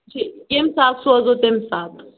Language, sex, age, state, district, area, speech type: Kashmiri, female, 30-45, Jammu and Kashmir, Ganderbal, rural, conversation